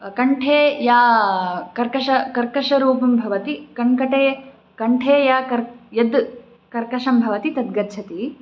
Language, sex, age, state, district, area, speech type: Sanskrit, female, 18-30, Karnataka, Chikkamagaluru, urban, spontaneous